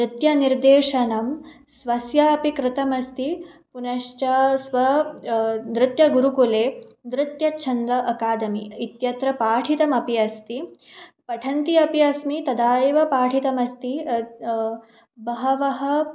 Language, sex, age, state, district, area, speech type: Sanskrit, female, 18-30, Maharashtra, Mumbai Suburban, urban, spontaneous